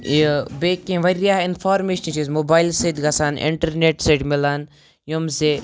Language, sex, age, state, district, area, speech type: Kashmiri, male, 18-30, Jammu and Kashmir, Kupwara, rural, spontaneous